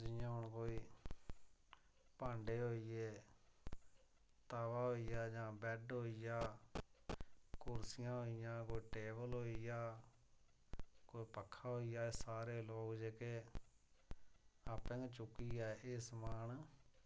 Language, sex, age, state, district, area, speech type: Dogri, male, 45-60, Jammu and Kashmir, Reasi, rural, spontaneous